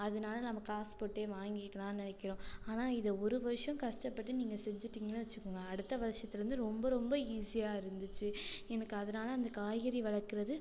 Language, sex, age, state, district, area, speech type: Tamil, female, 18-30, Tamil Nadu, Tiruchirappalli, rural, spontaneous